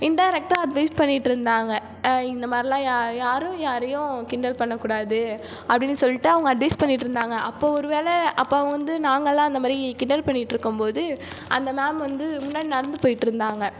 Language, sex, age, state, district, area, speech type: Tamil, female, 30-45, Tamil Nadu, Ariyalur, rural, spontaneous